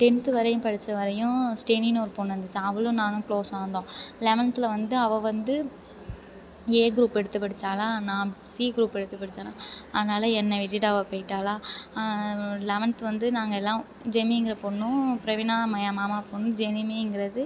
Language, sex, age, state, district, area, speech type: Tamil, female, 30-45, Tamil Nadu, Thanjavur, urban, spontaneous